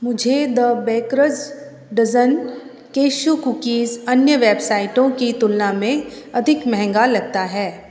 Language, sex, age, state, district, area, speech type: Hindi, female, 30-45, Rajasthan, Jodhpur, urban, read